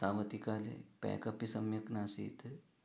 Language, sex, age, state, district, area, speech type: Sanskrit, male, 30-45, Karnataka, Uttara Kannada, rural, spontaneous